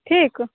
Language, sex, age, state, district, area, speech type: Maithili, female, 18-30, Bihar, Begusarai, rural, conversation